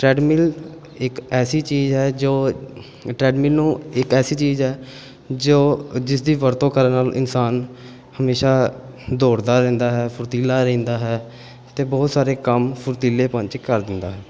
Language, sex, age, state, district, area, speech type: Punjabi, male, 18-30, Punjab, Pathankot, urban, spontaneous